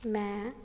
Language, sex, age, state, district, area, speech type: Punjabi, female, 18-30, Punjab, Fazilka, rural, read